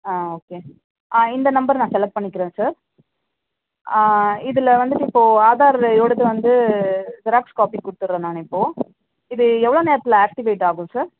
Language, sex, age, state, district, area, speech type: Tamil, female, 30-45, Tamil Nadu, Chennai, urban, conversation